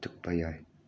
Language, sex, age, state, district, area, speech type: Manipuri, male, 18-30, Manipur, Senapati, rural, spontaneous